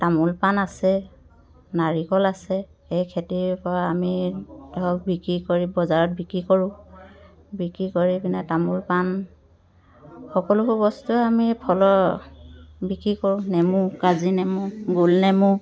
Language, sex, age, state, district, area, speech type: Assamese, female, 30-45, Assam, Dhemaji, urban, spontaneous